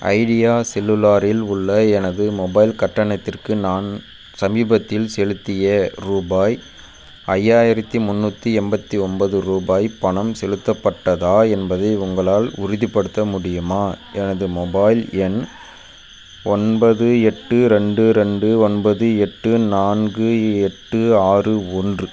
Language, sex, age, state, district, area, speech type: Tamil, male, 18-30, Tamil Nadu, Dharmapuri, rural, read